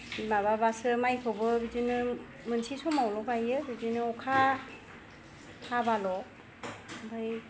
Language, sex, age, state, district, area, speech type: Bodo, female, 45-60, Assam, Kokrajhar, rural, spontaneous